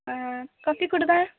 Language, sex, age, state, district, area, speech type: Kannada, female, 18-30, Karnataka, Mysore, urban, conversation